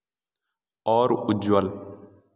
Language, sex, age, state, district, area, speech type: Hindi, male, 18-30, Uttar Pradesh, Varanasi, rural, read